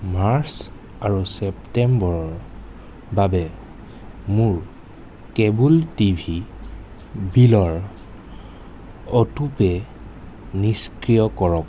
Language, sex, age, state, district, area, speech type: Assamese, male, 18-30, Assam, Nagaon, rural, read